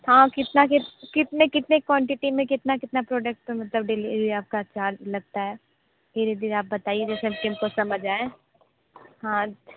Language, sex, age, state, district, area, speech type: Hindi, female, 18-30, Uttar Pradesh, Sonbhadra, rural, conversation